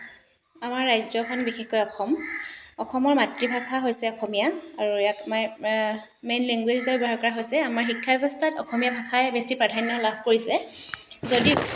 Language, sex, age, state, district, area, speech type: Assamese, female, 30-45, Assam, Dibrugarh, urban, spontaneous